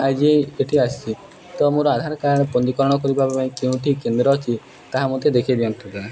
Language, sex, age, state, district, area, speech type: Odia, male, 18-30, Odisha, Nuapada, urban, spontaneous